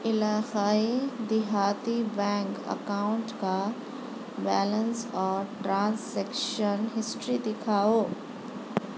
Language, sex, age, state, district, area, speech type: Urdu, female, 18-30, Telangana, Hyderabad, urban, read